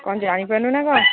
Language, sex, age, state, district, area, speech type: Odia, female, 60+, Odisha, Jharsuguda, rural, conversation